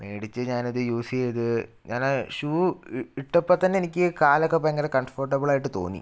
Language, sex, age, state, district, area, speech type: Malayalam, male, 18-30, Kerala, Wayanad, rural, spontaneous